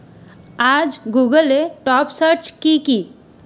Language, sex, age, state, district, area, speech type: Bengali, female, 18-30, West Bengal, Purulia, urban, read